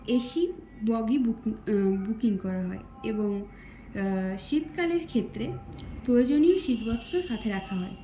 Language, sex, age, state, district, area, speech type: Bengali, female, 18-30, West Bengal, Purulia, urban, spontaneous